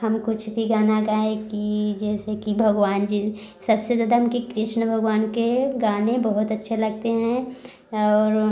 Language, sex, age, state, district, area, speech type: Hindi, female, 18-30, Uttar Pradesh, Prayagraj, urban, spontaneous